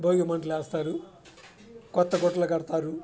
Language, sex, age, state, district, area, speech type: Telugu, male, 60+, Andhra Pradesh, Guntur, urban, spontaneous